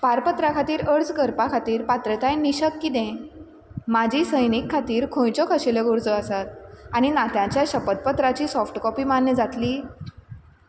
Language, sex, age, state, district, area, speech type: Goan Konkani, female, 18-30, Goa, Quepem, rural, read